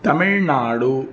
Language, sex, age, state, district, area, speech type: Sanskrit, male, 30-45, Tamil Nadu, Tirunelveli, rural, spontaneous